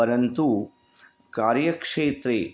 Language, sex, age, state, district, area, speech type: Sanskrit, male, 45-60, Karnataka, Bidar, urban, spontaneous